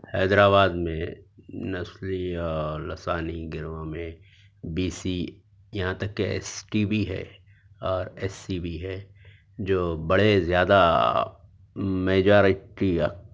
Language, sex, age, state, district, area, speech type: Urdu, male, 30-45, Telangana, Hyderabad, urban, spontaneous